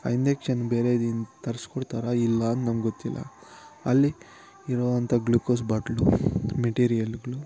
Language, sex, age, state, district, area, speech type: Kannada, male, 18-30, Karnataka, Kolar, rural, spontaneous